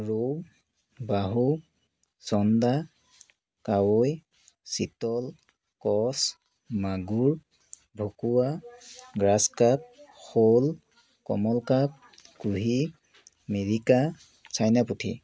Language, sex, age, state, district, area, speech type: Assamese, male, 30-45, Assam, Biswanath, rural, spontaneous